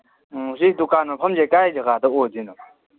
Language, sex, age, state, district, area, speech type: Manipuri, male, 30-45, Manipur, Kangpokpi, urban, conversation